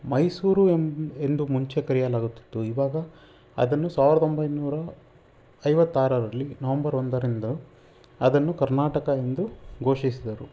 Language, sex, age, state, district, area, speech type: Kannada, male, 30-45, Karnataka, Chitradurga, rural, spontaneous